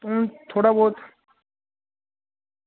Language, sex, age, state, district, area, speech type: Dogri, male, 18-30, Jammu and Kashmir, Reasi, rural, conversation